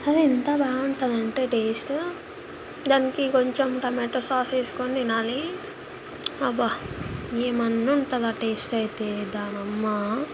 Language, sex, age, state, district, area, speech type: Telugu, female, 18-30, Telangana, Ranga Reddy, urban, spontaneous